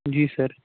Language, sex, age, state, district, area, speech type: Kashmiri, male, 18-30, Jammu and Kashmir, Shopian, rural, conversation